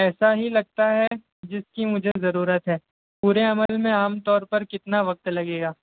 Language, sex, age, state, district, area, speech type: Urdu, male, 60+, Maharashtra, Nashik, urban, conversation